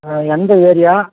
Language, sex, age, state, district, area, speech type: Tamil, male, 60+, Tamil Nadu, Dharmapuri, urban, conversation